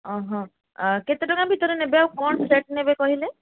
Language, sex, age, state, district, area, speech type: Odia, female, 18-30, Odisha, Bhadrak, rural, conversation